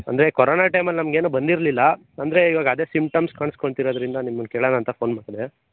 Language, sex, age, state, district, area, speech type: Kannada, male, 45-60, Karnataka, Chikkaballapur, urban, conversation